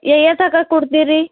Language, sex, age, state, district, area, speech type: Kannada, female, 18-30, Karnataka, Bidar, urban, conversation